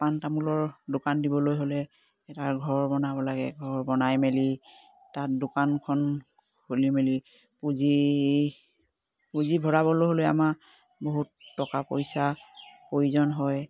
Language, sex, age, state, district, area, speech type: Assamese, female, 45-60, Assam, Dibrugarh, rural, spontaneous